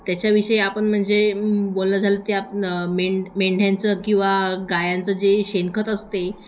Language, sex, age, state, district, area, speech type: Marathi, female, 18-30, Maharashtra, Thane, urban, spontaneous